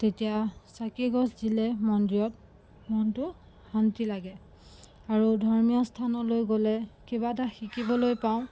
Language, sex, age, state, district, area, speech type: Assamese, female, 30-45, Assam, Jorhat, urban, spontaneous